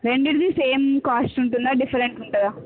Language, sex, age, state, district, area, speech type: Telugu, female, 45-60, Andhra Pradesh, Visakhapatnam, urban, conversation